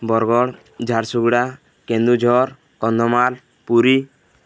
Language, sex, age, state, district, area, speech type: Odia, male, 18-30, Odisha, Balangir, urban, spontaneous